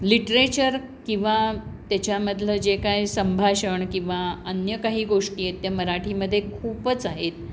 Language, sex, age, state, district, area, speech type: Marathi, female, 60+, Maharashtra, Pune, urban, spontaneous